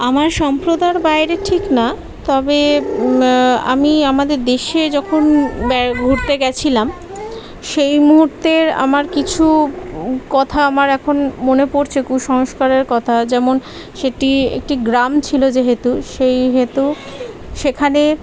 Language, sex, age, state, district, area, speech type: Bengali, female, 30-45, West Bengal, Kolkata, urban, spontaneous